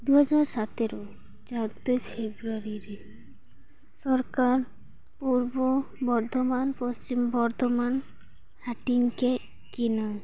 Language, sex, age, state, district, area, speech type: Santali, female, 18-30, West Bengal, Paschim Bardhaman, rural, spontaneous